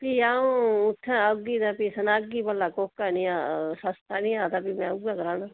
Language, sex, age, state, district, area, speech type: Dogri, female, 45-60, Jammu and Kashmir, Udhampur, rural, conversation